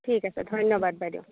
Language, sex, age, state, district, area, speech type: Assamese, female, 18-30, Assam, Dibrugarh, rural, conversation